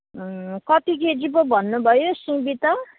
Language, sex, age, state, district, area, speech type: Nepali, female, 30-45, West Bengal, Kalimpong, rural, conversation